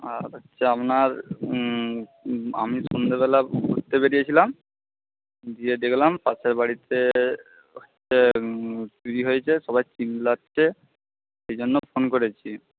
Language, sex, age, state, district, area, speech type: Bengali, male, 18-30, West Bengal, Jhargram, rural, conversation